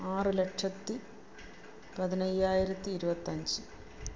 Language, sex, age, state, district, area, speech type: Malayalam, female, 45-60, Kerala, Kollam, rural, spontaneous